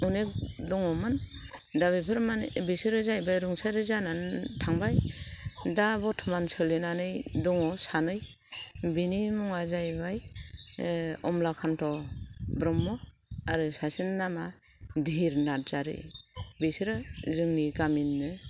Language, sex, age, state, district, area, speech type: Bodo, female, 45-60, Assam, Kokrajhar, rural, spontaneous